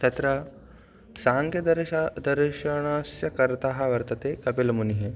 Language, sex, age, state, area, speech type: Sanskrit, male, 18-30, Madhya Pradesh, rural, spontaneous